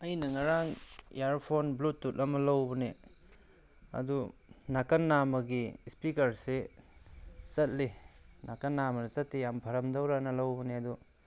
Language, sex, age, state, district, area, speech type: Manipuri, male, 45-60, Manipur, Tengnoupal, rural, spontaneous